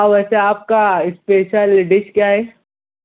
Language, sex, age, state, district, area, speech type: Urdu, male, 18-30, Maharashtra, Nashik, urban, conversation